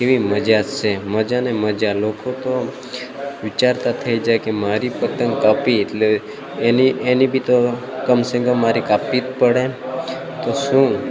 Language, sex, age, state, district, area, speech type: Gujarati, male, 30-45, Gujarat, Narmada, rural, spontaneous